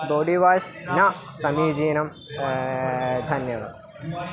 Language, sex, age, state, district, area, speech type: Sanskrit, male, 18-30, Kerala, Thiruvananthapuram, rural, spontaneous